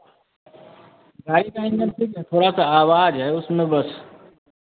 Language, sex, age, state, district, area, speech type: Hindi, male, 30-45, Bihar, Vaishali, urban, conversation